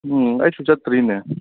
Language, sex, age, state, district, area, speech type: Manipuri, male, 45-60, Manipur, Ukhrul, rural, conversation